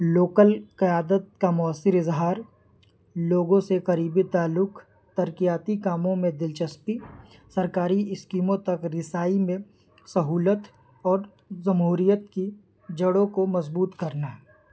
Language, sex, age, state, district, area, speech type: Urdu, male, 18-30, Delhi, New Delhi, rural, spontaneous